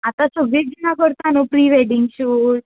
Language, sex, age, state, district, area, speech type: Goan Konkani, female, 18-30, Goa, Quepem, rural, conversation